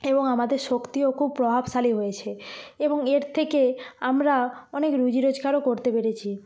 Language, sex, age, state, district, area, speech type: Bengali, female, 45-60, West Bengal, Nadia, rural, spontaneous